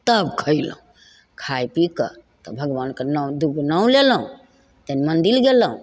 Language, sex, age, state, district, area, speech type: Maithili, female, 60+, Bihar, Begusarai, rural, spontaneous